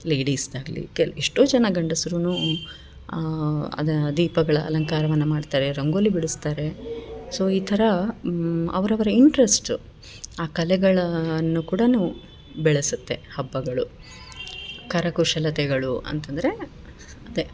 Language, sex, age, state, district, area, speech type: Kannada, female, 30-45, Karnataka, Bellary, rural, spontaneous